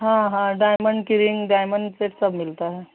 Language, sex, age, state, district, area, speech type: Hindi, female, 30-45, Uttar Pradesh, Chandauli, rural, conversation